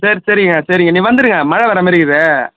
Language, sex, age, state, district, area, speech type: Tamil, male, 30-45, Tamil Nadu, Chengalpattu, rural, conversation